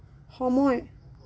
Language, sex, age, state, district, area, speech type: Assamese, female, 30-45, Assam, Lakhimpur, rural, read